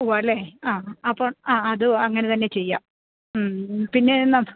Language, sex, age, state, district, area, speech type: Malayalam, female, 60+, Kerala, Idukki, rural, conversation